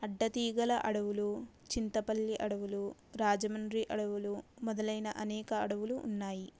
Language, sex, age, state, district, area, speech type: Telugu, female, 45-60, Andhra Pradesh, East Godavari, rural, spontaneous